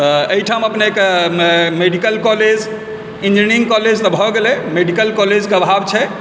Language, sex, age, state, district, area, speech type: Maithili, male, 45-60, Bihar, Supaul, urban, spontaneous